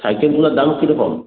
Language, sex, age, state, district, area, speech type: Bengali, male, 18-30, West Bengal, Purulia, rural, conversation